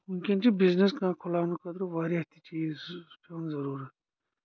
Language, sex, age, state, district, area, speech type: Kashmiri, male, 30-45, Jammu and Kashmir, Anantnag, rural, spontaneous